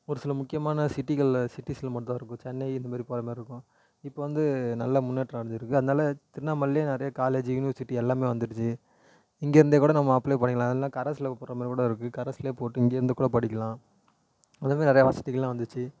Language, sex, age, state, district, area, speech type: Tamil, male, 18-30, Tamil Nadu, Tiruvannamalai, urban, spontaneous